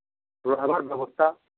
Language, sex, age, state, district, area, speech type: Odia, male, 45-60, Odisha, Nuapada, urban, conversation